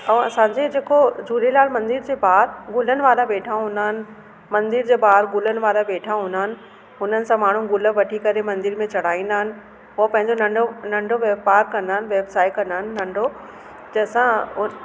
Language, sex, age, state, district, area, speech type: Sindhi, female, 30-45, Delhi, South Delhi, urban, spontaneous